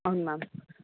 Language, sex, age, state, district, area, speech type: Telugu, female, 18-30, Telangana, Medchal, urban, conversation